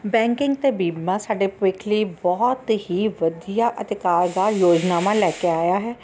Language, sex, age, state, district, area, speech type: Punjabi, female, 45-60, Punjab, Ludhiana, urban, spontaneous